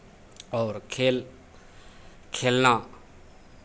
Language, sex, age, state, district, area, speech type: Hindi, male, 45-60, Bihar, Begusarai, urban, spontaneous